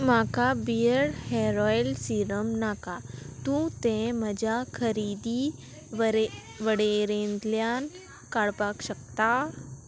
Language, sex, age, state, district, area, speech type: Goan Konkani, female, 18-30, Goa, Salcete, rural, read